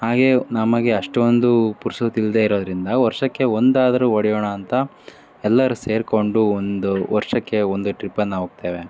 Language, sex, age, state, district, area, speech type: Kannada, male, 45-60, Karnataka, Davanagere, rural, spontaneous